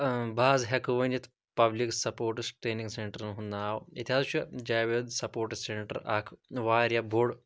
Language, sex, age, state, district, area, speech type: Kashmiri, male, 30-45, Jammu and Kashmir, Shopian, rural, spontaneous